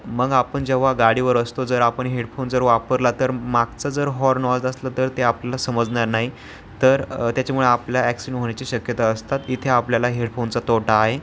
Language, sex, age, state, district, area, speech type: Marathi, male, 18-30, Maharashtra, Ahmednagar, urban, spontaneous